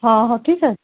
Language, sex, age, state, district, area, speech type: Marathi, female, 30-45, Maharashtra, Nagpur, urban, conversation